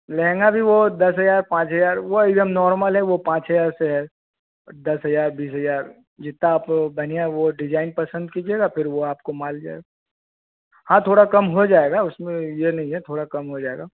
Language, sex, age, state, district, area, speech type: Hindi, male, 30-45, Bihar, Vaishali, rural, conversation